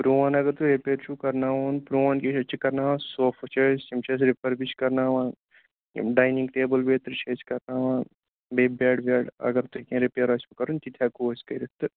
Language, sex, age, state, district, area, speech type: Kashmiri, male, 18-30, Jammu and Kashmir, Pulwama, urban, conversation